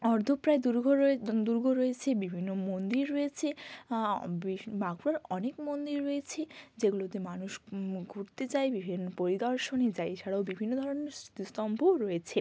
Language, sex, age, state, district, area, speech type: Bengali, female, 30-45, West Bengal, Bankura, urban, spontaneous